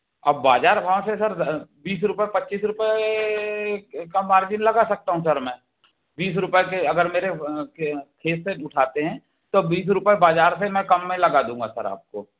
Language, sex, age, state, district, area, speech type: Hindi, male, 60+, Madhya Pradesh, Balaghat, rural, conversation